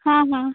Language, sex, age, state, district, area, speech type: Marathi, female, 18-30, Maharashtra, Nanded, rural, conversation